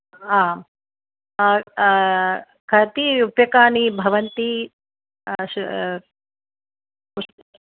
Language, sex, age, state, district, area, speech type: Sanskrit, female, 45-60, Tamil Nadu, Chennai, urban, conversation